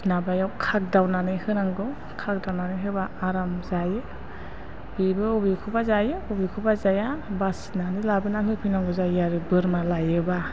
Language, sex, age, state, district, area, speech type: Bodo, female, 45-60, Assam, Chirang, urban, spontaneous